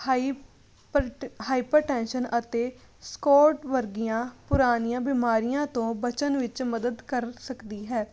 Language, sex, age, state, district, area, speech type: Punjabi, female, 30-45, Punjab, Jalandhar, urban, spontaneous